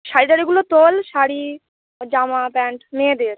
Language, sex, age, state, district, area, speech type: Bengali, female, 18-30, West Bengal, Uttar Dinajpur, urban, conversation